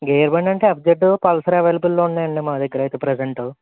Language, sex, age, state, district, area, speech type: Telugu, male, 30-45, Andhra Pradesh, N T Rama Rao, urban, conversation